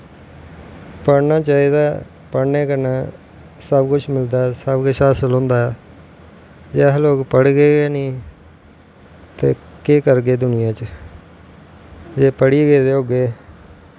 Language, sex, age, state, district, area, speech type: Dogri, male, 45-60, Jammu and Kashmir, Jammu, rural, spontaneous